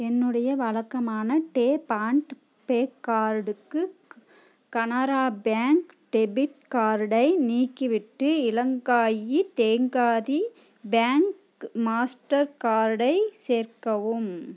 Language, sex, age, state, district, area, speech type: Tamil, female, 30-45, Tamil Nadu, Coimbatore, rural, read